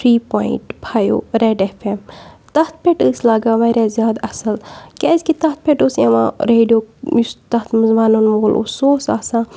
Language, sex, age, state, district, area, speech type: Kashmiri, female, 18-30, Jammu and Kashmir, Bandipora, urban, spontaneous